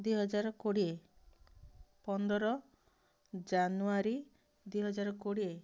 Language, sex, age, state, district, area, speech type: Odia, female, 60+, Odisha, Ganjam, urban, spontaneous